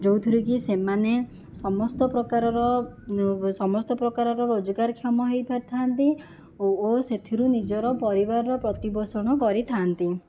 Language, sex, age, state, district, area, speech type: Odia, female, 18-30, Odisha, Jajpur, rural, spontaneous